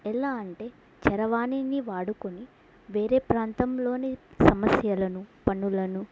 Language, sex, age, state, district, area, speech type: Telugu, female, 18-30, Telangana, Mulugu, rural, spontaneous